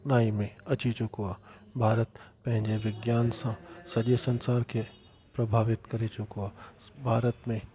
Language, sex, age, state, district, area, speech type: Sindhi, male, 45-60, Delhi, South Delhi, urban, spontaneous